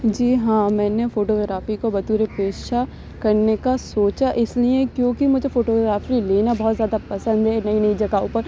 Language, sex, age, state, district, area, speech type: Urdu, female, 18-30, Uttar Pradesh, Aligarh, urban, spontaneous